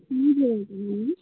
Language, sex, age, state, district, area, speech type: Nepali, female, 18-30, West Bengal, Darjeeling, rural, conversation